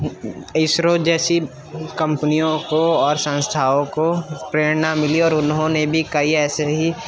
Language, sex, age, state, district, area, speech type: Urdu, male, 18-30, Uttar Pradesh, Gautam Buddha Nagar, urban, spontaneous